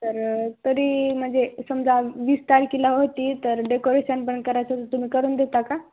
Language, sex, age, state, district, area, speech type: Marathi, female, 18-30, Maharashtra, Hingoli, urban, conversation